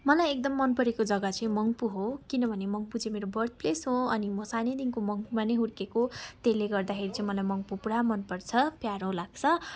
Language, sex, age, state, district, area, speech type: Nepali, female, 18-30, West Bengal, Darjeeling, rural, spontaneous